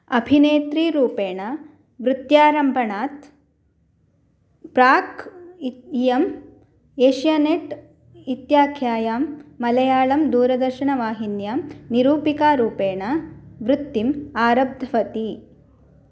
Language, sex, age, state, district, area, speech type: Sanskrit, female, 18-30, Kerala, Kasaragod, rural, read